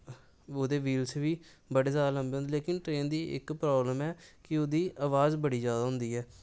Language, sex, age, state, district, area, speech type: Dogri, male, 18-30, Jammu and Kashmir, Samba, urban, spontaneous